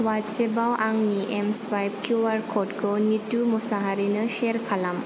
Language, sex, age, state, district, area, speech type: Bodo, female, 18-30, Assam, Kokrajhar, rural, read